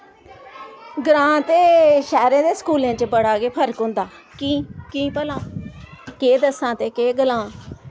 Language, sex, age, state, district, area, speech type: Dogri, female, 45-60, Jammu and Kashmir, Samba, rural, spontaneous